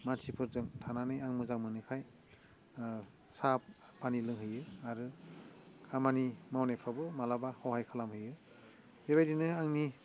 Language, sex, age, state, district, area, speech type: Bodo, male, 45-60, Assam, Udalguri, urban, spontaneous